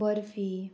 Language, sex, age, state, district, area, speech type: Goan Konkani, female, 18-30, Goa, Murmgao, rural, spontaneous